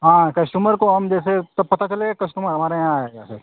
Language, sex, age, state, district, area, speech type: Hindi, male, 18-30, Uttar Pradesh, Azamgarh, rural, conversation